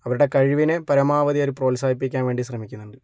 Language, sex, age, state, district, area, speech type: Malayalam, male, 18-30, Kerala, Kozhikode, urban, spontaneous